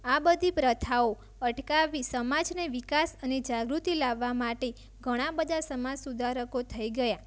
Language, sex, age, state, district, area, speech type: Gujarati, female, 18-30, Gujarat, Mehsana, rural, spontaneous